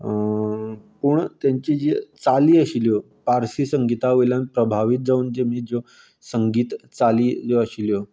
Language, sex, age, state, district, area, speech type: Goan Konkani, male, 30-45, Goa, Canacona, rural, spontaneous